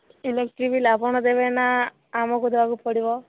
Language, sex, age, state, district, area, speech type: Odia, female, 18-30, Odisha, Subarnapur, urban, conversation